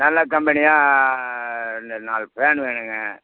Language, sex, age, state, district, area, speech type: Tamil, male, 60+, Tamil Nadu, Perambalur, rural, conversation